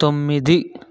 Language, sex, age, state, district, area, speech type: Telugu, male, 18-30, Telangana, Hyderabad, urban, read